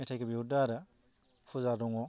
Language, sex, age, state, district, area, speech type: Bodo, male, 45-60, Assam, Baksa, rural, spontaneous